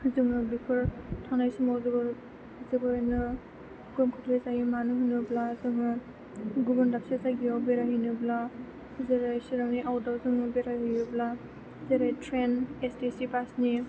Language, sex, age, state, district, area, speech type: Bodo, female, 18-30, Assam, Chirang, urban, spontaneous